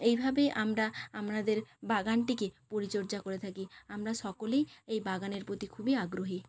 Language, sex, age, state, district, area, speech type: Bengali, female, 45-60, West Bengal, Jhargram, rural, spontaneous